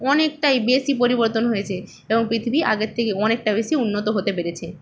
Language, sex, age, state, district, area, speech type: Bengali, female, 30-45, West Bengal, Nadia, rural, spontaneous